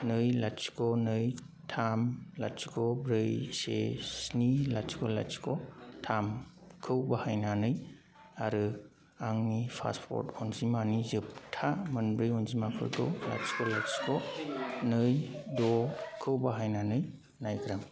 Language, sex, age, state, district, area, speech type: Bodo, male, 18-30, Assam, Kokrajhar, rural, read